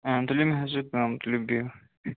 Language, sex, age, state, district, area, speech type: Kashmiri, male, 18-30, Jammu and Kashmir, Shopian, rural, conversation